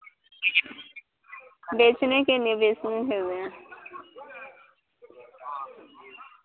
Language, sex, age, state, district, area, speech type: Hindi, female, 18-30, Bihar, Vaishali, rural, conversation